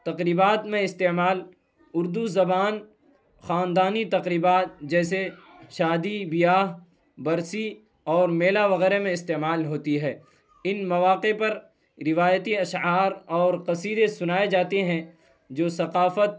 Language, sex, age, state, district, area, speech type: Urdu, male, 18-30, Bihar, Purnia, rural, spontaneous